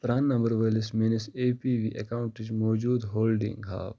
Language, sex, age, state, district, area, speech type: Kashmiri, male, 18-30, Jammu and Kashmir, Bandipora, rural, read